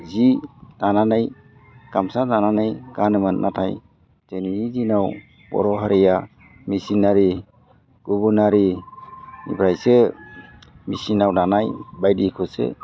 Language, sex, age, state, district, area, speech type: Bodo, male, 45-60, Assam, Udalguri, urban, spontaneous